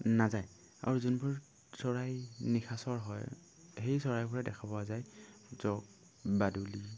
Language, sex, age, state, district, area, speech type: Assamese, male, 18-30, Assam, Dhemaji, rural, spontaneous